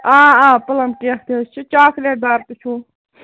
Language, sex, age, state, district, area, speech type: Kashmiri, female, 45-60, Jammu and Kashmir, Ganderbal, rural, conversation